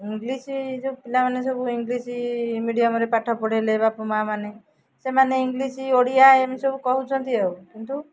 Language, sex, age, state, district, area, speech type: Odia, female, 45-60, Odisha, Jagatsinghpur, rural, spontaneous